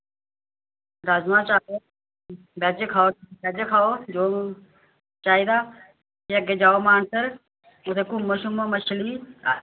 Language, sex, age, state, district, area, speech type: Dogri, female, 30-45, Jammu and Kashmir, Samba, rural, conversation